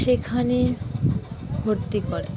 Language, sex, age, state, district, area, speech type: Bengali, female, 18-30, West Bengal, Dakshin Dinajpur, urban, spontaneous